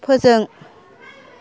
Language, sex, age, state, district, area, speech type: Bodo, female, 30-45, Assam, Kokrajhar, rural, read